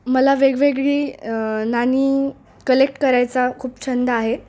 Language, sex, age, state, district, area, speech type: Marathi, female, 18-30, Maharashtra, Nanded, rural, spontaneous